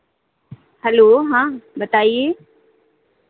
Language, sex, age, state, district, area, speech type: Hindi, female, 60+, Uttar Pradesh, Hardoi, rural, conversation